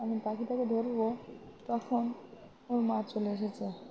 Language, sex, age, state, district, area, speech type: Bengali, female, 18-30, West Bengal, Birbhum, urban, spontaneous